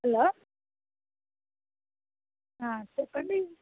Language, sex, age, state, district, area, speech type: Telugu, female, 30-45, Telangana, Mancherial, rural, conversation